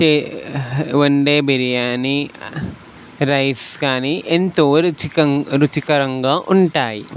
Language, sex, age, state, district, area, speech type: Telugu, male, 18-30, Telangana, Nalgonda, urban, spontaneous